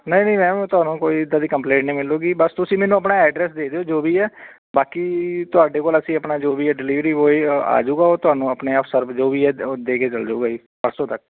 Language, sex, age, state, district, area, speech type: Punjabi, male, 30-45, Punjab, Shaheed Bhagat Singh Nagar, rural, conversation